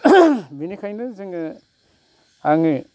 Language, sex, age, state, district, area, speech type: Bodo, male, 45-60, Assam, Kokrajhar, urban, spontaneous